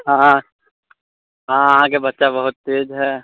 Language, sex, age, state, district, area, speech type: Maithili, male, 18-30, Bihar, Muzaffarpur, rural, conversation